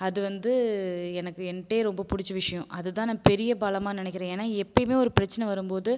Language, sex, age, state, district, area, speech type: Tamil, female, 30-45, Tamil Nadu, Viluppuram, urban, spontaneous